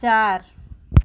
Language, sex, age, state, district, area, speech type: Hindi, female, 45-60, Uttar Pradesh, Mau, urban, read